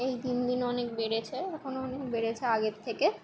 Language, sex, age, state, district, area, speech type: Bengali, female, 18-30, West Bengal, Kolkata, urban, spontaneous